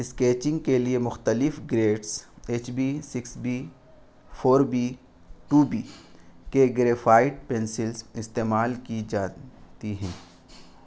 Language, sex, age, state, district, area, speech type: Urdu, male, 18-30, Bihar, Gaya, rural, spontaneous